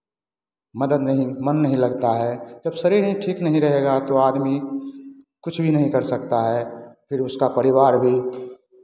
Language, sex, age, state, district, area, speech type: Hindi, male, 60+, Bihar, Begusarai, urban, spontaneous